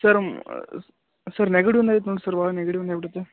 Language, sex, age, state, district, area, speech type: Kannada, male, 30-45, Karnataka, Gadag, rural, conversation